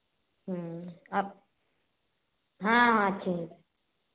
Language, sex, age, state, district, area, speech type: Hindi, female, 30-45, Uttar Pradesh, Varanasi, urban, conversation